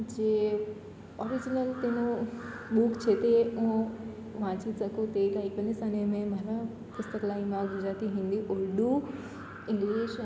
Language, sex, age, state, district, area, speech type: Gujarati, female, 18-30, Gujarat, Surat, rural, spontaneous